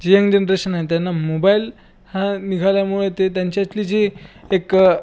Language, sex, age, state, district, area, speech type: Marathi, male, 18-30, Maharashtra, Washim, urban, spontaneous